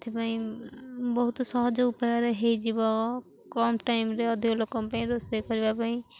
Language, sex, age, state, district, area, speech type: Odia, female, 18-30, Odisha, Jagatsinghpur, rural, spontaneous